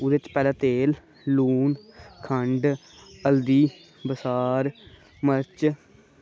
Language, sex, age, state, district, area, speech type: Dogri, male, 18-30, Jammu and Kashmir, Kathua, rural, spontaneous